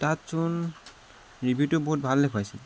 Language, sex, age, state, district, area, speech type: Assamese, male, 18-30, Assam, Jorhat, urban, spontaneous